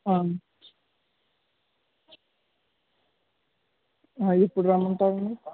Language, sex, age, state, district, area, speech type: Telugu, male, 18-30, Andhra Pradesh, Anakapalli, rural, conversation